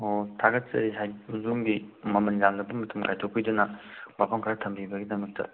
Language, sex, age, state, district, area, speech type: Manipuri, male, 18-30, Manipur, Thoubal, rural, conversation